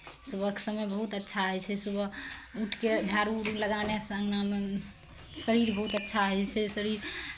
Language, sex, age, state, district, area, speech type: Maithili, female, 30-45, Bihar, Araria, rural, spontaneous